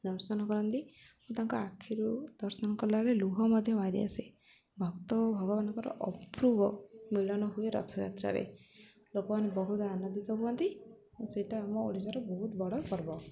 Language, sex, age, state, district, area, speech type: Odia, female, 18-30, Odisha, Jagatsinghpur, rural, spontaneous